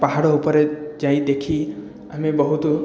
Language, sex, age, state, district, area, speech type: Odia, male, 30-45, Odisha, Puri, urban, spontaneous